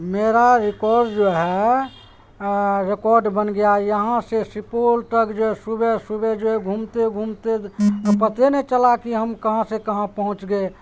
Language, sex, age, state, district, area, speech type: Urdu, male, 45-60, Bihar, Supaul, rural, spontaneous